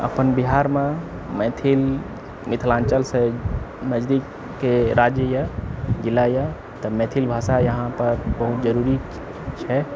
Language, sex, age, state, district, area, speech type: Maithili, male, 18-30, Bihar, Purnia, urban, spontaneous